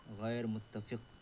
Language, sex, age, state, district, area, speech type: Urdu, male, 30-45, Bihar, Purnia, rural, read